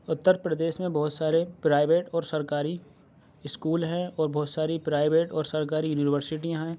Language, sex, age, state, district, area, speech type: Urdu, male, 30-45, Uttar Pradesh, Aligarh, urban, spontaneous